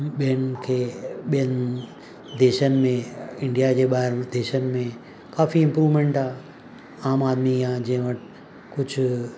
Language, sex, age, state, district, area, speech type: Sindhi, male, 45-60, Maharashtra, Mumbai Suburban, urban, spontaneous